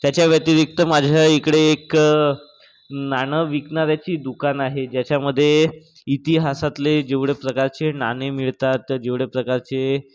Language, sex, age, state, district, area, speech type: Marathi, male, 30-45, Maharashtra, Nagpur, urban, spontaneous